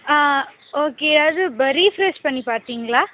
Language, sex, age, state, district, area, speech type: Tamil, female, 18-30, Tamil Nadu, Pudukkottai, rural, conversation